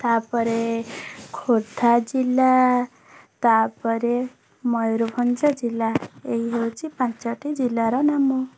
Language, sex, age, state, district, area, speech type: Odia, female, 18-30, Odisha, Bhadrak, rural, spontaneous